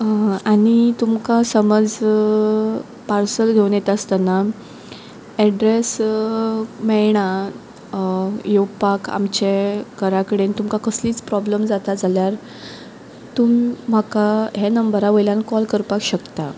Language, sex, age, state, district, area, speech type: Goan Konkani, female, 18-30, Goa, Quepem, rural, spontaneous